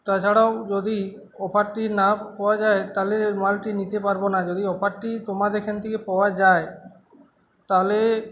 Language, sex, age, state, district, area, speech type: Bengali, male, 18-30, West Bengal, Uttar Dinajpur, rural, spontaneous